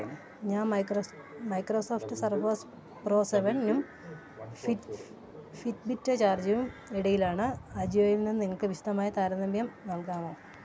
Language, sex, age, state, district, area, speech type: Malayalam, female, 30-45, Kerala, Idukki, rural, read